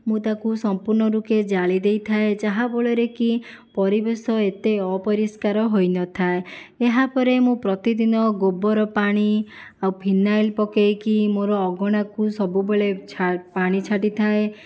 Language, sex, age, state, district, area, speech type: Odia, female, 60+, Odisha, Jajpur, rural, spontaneous